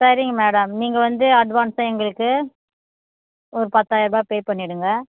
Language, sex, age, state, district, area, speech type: Tamil, female, 60+, Tamil Nadu, Viluppuram, rural, conversation